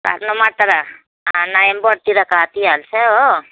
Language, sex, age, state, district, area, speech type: Nepali, female, 60+, West Bengal, Kalimpong, rural, conversation